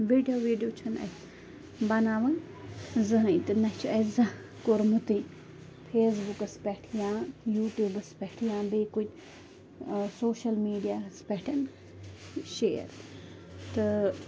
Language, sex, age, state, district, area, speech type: Kashmiri, female, 45-60, Jammu and Kashmir, Bandipora, rural, spontaneous